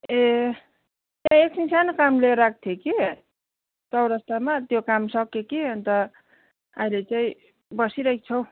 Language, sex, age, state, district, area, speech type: Nepali, female, 30-45, West Bengal, Darjeeling, rural, conversation